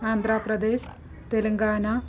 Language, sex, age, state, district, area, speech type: Sanskrit, female, 30-45, Kerala, Thiruvananthapuram, urban, spontaneous